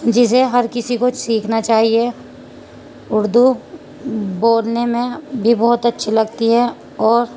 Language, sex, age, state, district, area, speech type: Urdu, female, 45-60, Uttar Pradesh, Muzaffarnagar, urban, spontaneous